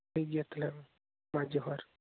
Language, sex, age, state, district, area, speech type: Santali, female, 18-30, West Bengal, Jhargram, rural, conversation